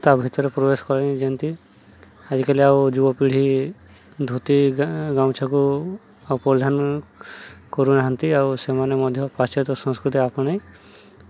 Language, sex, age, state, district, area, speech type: Odia, male, 30-45, Odisha, Subarnapur, urban, spontaneous